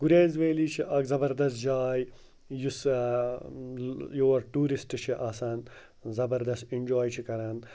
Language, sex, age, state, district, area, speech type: Kashmiri, male, 45-60, Jammu and Kashmir, Srinagar, urban, spontaneous